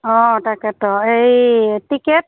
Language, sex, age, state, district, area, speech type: Assamese, female, 45-60, Assam, Goalpara, rural, conversation